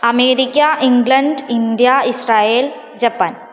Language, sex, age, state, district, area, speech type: Sanskrit, female, 18-30, Kerala, Malappuram, rural, spontaneous